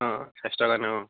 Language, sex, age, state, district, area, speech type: Assamese, male, 18-30, Assam, Dibrugarh, urban, conversation